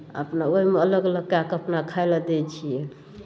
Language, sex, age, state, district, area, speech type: Maithili, female, 30-45, Bihar, Darbhanga, rural, spontaneous